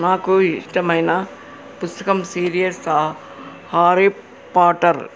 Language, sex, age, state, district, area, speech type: Telugu, female, 60+, Telangana, Hyderabad, urban, spontaneous